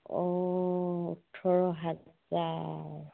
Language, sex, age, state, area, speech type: Assamese, female, 45-60, Assam, rural, conversation